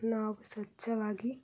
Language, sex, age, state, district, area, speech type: Kannada, female, 18-30, Karnataka, Chitradurga, rural, spontaneous